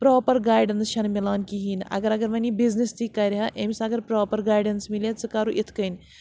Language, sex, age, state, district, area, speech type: Kashmiri, female, 60+, Jammu and Kashmir, Srinagar, urban, spontaneous